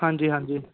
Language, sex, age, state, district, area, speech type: Dogri, male, 18-30, Jammu and Kashmir, Reasi, urban, conversation